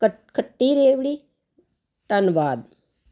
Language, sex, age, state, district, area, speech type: Punjabi, female, 45-60, Punjab, Ludhiana, urban, spontaneous